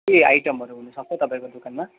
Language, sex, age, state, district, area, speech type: Nepali, male, 30-45, West Bengal, Jalpaiguri, urban, conversation